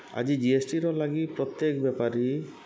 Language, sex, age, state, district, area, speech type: Odia, male, 30-45, Odisha, Subarnapur, urban, spontaneous